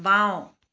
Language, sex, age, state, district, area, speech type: Assamese, female, 30-45, Assam, Charaideo, urban, read